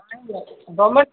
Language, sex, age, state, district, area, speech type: Odia, female, 60+, Odisha, Kandhamal, rural, conversation